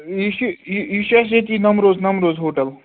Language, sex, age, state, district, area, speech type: Kashmiri, male, 18-30, Jammu and Kashmir, Ganderbal, rural, conversation